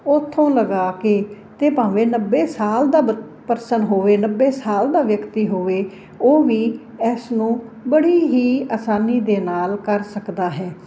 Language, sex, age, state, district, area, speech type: Punjabi, female, 45-60, Punjab, Fazilka, rural, spontaneous